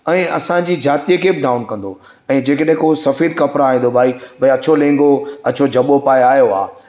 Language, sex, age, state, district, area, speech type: Sindhi, male, 60+, Gujarat, Surat, urban, spontaneous